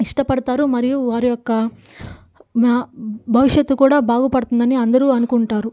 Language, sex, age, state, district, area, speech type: Telugu, female, 18-30, Andhra Pradesh, Nellore, rural, spontaneous